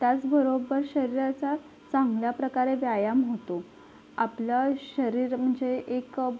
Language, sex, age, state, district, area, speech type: Marathi, female, 18-30, Maharashtra, Solapur, urban, spontaneous